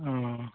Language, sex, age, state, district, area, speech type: Nepali, male, 60+, West Bengal, Kalimpong, rural, conversation